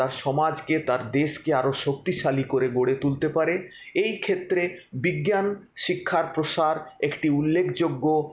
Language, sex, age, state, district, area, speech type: Bengali, male, 45-60, West Bengal, Paschim Bardhaman, urban, spontaneous